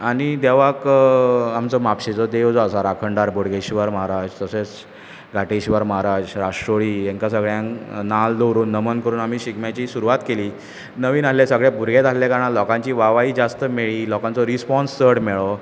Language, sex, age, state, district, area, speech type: Goan Konkani, male, 30-45, Goa, Bardez, urban, spontaneous